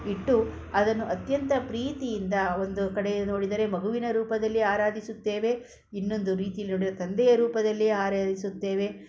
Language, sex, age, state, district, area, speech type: Kannada, female, 45-60, Karnataka, Bangalore Rural, rural, spontaneous